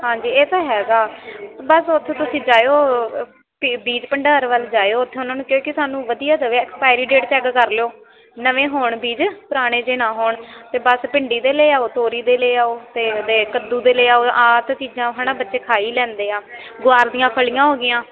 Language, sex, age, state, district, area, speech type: Punjabi, female, 18-30, Punjab, Faridkot, urban, conversation